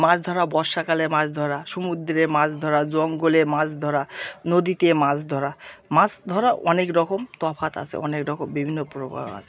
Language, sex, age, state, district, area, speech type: Bengali, male, 30-45, West Bengal, Birbhum, urban, spontaneous